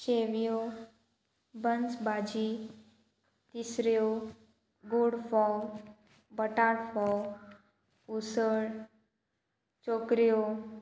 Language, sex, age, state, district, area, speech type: Goan Konkani, female, 18-30, Goa, Murmgao, rural, spontaneous